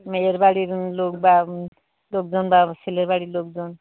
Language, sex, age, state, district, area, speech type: Bengali, female, 60+, West Bengal, Darjeeling, urban, conversation